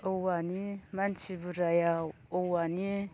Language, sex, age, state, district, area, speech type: Bodo, female, 30-45, Assam, Chirang, rural, spontaneous